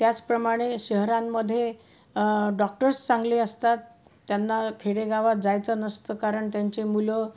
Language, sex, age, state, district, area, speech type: Marathi, female, 60+, Maharashtra, Pune, urban, spontaneous